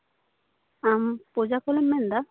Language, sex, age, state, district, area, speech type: Santali, female, 18-30, West Bengal, Paschim Bardhaman, rural, conversation